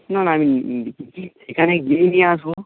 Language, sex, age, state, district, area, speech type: Bengali, male, 18-30, West Bengal, Nadia, rural, conversation